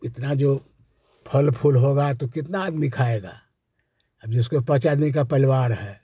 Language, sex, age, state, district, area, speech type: Hindi, male, 60+, Bihar, Muzaffarpur, rural, spontaneous